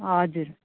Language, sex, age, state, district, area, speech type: Nepali, female, 45-60, West Bengal, Jalpaiguri, urban, conversation